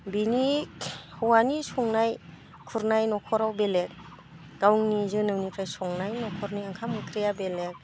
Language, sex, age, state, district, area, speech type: Bodo, female, 45-60, Assam, Udalguri, rural, spontaneous